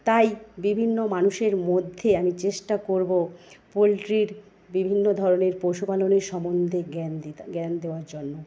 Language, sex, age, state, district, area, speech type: Bengali, female, 30-45, West Bengal, Paschim Medinipur, rural, spontaneous